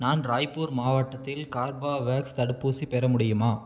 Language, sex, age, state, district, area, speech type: Tamil, male, 18-30, Tamil Nadu, Salem, rural, read